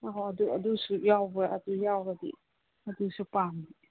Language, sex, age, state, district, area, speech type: Manipuri, female, 45-60, Manipur, Kangpokpi, urban, conversation